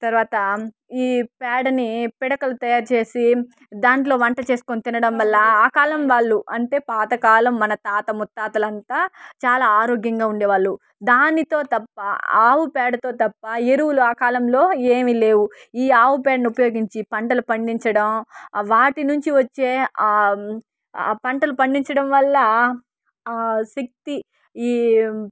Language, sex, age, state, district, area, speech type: Telugu, female, 18-30, Andhra Pradesh, Sri Balaji, rural, spontaneous